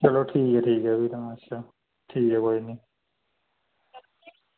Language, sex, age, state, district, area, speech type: Dogri, male, 30-45, Jammu and Kashmir, Reasi, rural, conversation